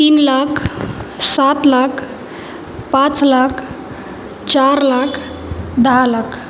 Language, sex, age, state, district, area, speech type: Marathi, female, 30-45, Maharashtra, Nagpur, urban, spontaneous